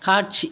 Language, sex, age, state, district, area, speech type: Tamil, female, 60+, Tamil Nadu, Viluppuram, rural, read